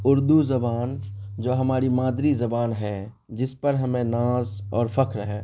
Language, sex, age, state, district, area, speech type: Urdu, male, 18-30, Bihar, Araria, rural, spontaneous